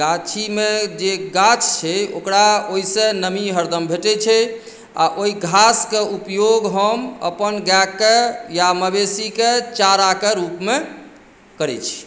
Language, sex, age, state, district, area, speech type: Maithili, female, 60+, Bihar, Madhubani, urban, spontaneous